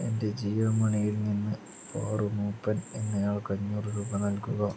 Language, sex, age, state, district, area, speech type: Malayalam, male, 30-45, Kerala, Palakkad, rural, read